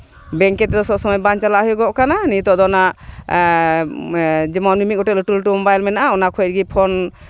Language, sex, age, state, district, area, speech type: Santali, female, 45-60, West Bengal, Malda, rural, spontaneous